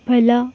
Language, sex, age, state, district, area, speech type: Kannada, female, 45-60, Karnataka, Tumkur, rural, read